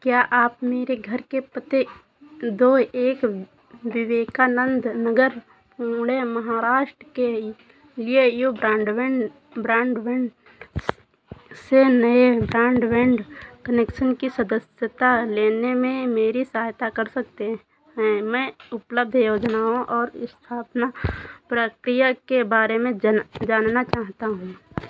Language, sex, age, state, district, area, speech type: Hindi, female, 30-45, Uttar Pradesh, Sitapur, rural, read